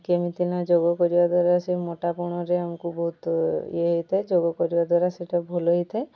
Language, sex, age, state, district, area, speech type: Odia, female, 18-30, Odisha, Mayurbhanj, rural, spontaneous